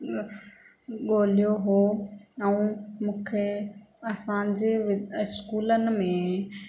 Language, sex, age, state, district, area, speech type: Sindhi, female, 18-30, Rajasthan, Ajmer, urban, spontaneous